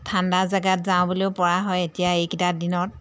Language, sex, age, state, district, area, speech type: Assamese, female, 45-60, Assam, Jorhat, urban, spontaneous